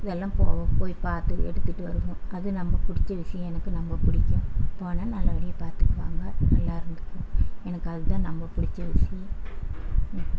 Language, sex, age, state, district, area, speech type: Tamil, female, 60+, Tamil Nadu, Erode, urban, spontaneous